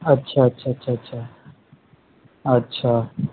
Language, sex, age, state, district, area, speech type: Urdu, male, 18-30, Delhi, East Delhi, urban, conversation